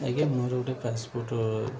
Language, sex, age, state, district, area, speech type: Odia, male, 45-60, Odisha, Koraput, urban, spontaneous